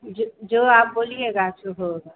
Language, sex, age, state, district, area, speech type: Hindi, female, 45-60, Bihar, Begusarai, rural, conversation